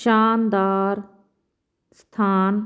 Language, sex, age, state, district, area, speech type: Punjabi, female, 45-60, Punjab, Fazilka, rural, read